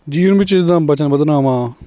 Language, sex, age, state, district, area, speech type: Punjabi, male, 30-45, Punjab, Hoshiarpur, rural, spontaneous